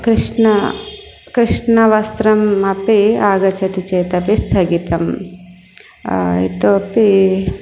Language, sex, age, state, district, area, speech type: Sanskrit, female, 30-45, Andhra Pradesh, East Godavari, urban, spontaneous